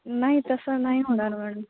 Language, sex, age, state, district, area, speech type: Marathi, female, 18-30, Maharashtra, Nashik, urban, conversation